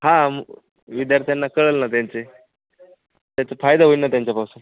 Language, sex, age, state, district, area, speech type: Marathi, male, 18-30, Maharashtra, Jalna, rural, conversation